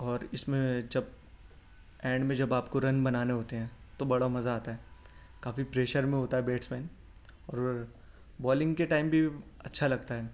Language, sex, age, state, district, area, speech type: Urdu, male, 18-30, Delhi, Central Delhi, urban, spontaneous